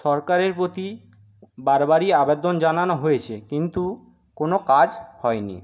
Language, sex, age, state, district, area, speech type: Bengali, male, 30-45, West Bengal, Jhargram, rural, spontaneous